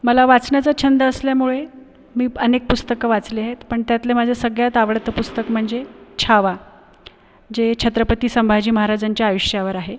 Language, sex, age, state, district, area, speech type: Marathi, female, 30-45, Maharashtra, Buldhana, urban, spontaneous